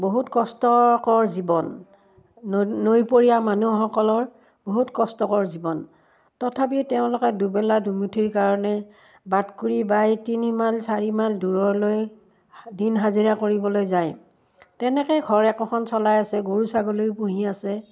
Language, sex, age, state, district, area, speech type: Assamese, female, 60+, Assam, Udalguri, rural, spontaneous